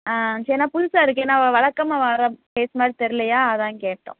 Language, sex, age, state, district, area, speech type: Tamil, female, 18-30, Tamil Nadu, Madurai, rural, conversation